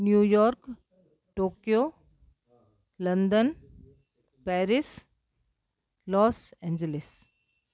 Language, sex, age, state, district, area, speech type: Sindhi, female, 60+, Delhi, South Delhi, urban, spontaneous